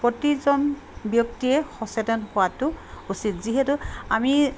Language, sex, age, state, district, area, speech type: Assamese, female, 60+, Assam, Charaideo, urban, spontaneous